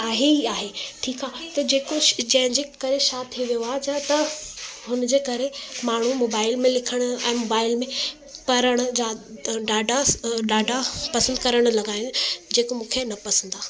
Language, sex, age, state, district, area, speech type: Sindhi, female, 18-30, Delhi, South Delhi, urban, spontaneous